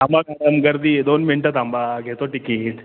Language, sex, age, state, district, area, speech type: Marathi, male, 30-45, Maharashtra, Ahmednagar, urban, conversation